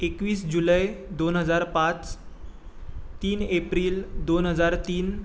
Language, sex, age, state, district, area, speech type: Goan Konkani, male, 18-30, Goa, Tiswadi, rural, spontaneous